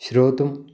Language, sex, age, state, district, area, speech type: Sanskrit, male, 60+, Telangana, Karimnagar, urban, spontaneous